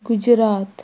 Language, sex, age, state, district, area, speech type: Goan Konkani, female, 45-60, Goa, Quepem, rural, spontaneous